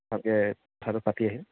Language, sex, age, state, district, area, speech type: Assamese, male, 30-45, Assam, Dibrugarh, urban, conversation